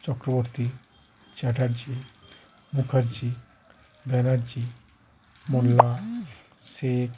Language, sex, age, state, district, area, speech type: Bengali, male, 45-60, West Bengal, Howrah, urban, spontaneous